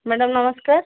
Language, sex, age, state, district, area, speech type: Odia, female, 30-45, Odisha, Koraput, urban, conversation